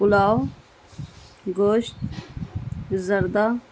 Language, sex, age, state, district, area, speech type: Urdu, female, 30-45, Bihar, Gaya, rural, spontaneous